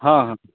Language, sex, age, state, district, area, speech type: Maithili, male, 45-60, Bihar, Saharsa, urban, conversation